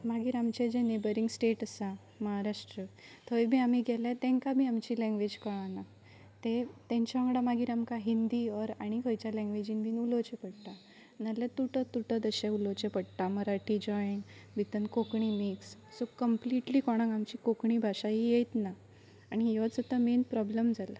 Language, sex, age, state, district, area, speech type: Goan Konkani, female, 18-30, Goa, Pernem, rural, spontaneous